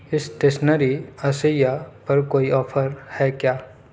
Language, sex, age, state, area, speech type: Urdu, male, 18-30, Uttar Pradesh, urban, read